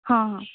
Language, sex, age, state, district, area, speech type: Odia, female, 18-30, Odisha, Koraput, urban, conversation